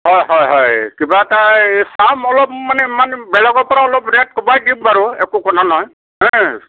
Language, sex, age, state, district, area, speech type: Assamese, male, 45-60, Assam, Kamrup Metropolitan, urban, conversation